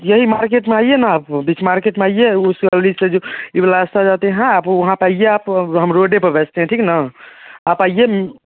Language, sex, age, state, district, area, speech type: Hindi, male, 30-45, Bihar, Darbhanga, rural, conversation